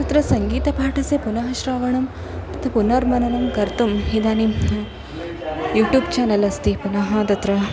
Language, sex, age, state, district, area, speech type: Sanskrit, female, 30-45, Karnataka, Dharwad, urban, spontaneous